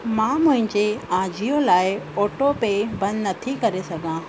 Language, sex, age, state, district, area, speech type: Sindhi, female, 30-45, Rajasthan, Ajmer, urban, read